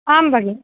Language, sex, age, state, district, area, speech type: Sanskrit, female, 30-45, Karnataka, Dharwad, urban, conversation